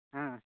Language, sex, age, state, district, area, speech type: Santali, male, 30-45, West Bengal, Purulia, rural, conversation